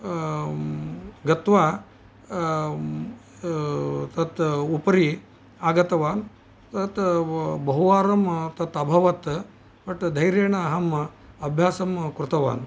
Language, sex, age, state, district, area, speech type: Sanskrit, male, 60+, Karnataka, Bellary, urban, spontaneous